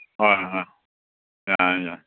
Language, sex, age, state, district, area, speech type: Manipuri, male, 30-45, Manipur, Senapati, rural, conversation